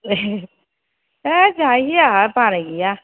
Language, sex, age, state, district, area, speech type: Bodo, female, 30-45, Assam, Kokrajhar, rural, conversation